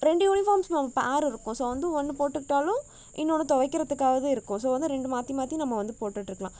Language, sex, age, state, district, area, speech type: Tamil, female, 18-30, Tamil Nadu, Nagapattinam, rural, spontaneous